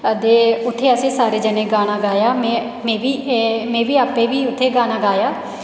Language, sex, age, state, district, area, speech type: Dogri, female, 18-30, Jammu and Kashmir, Reasi, rural, spontaneous